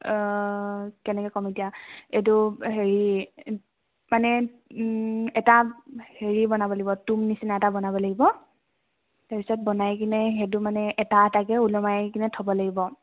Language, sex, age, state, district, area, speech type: Assamese, female, 18-30, Assam, Tinsukia, urban, conversation